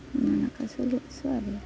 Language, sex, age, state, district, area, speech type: Assamese, female, 60+, Assam, Morigaon, rural, spontaneous